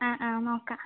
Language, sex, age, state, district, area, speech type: Malayalam, female, 18-30, Kerala, Kozhikode, urban, conversation